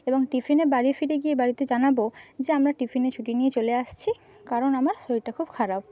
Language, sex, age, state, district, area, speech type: Bengali, female, 30-45, West Bengal, Purba Medinipur, rural, spontaneous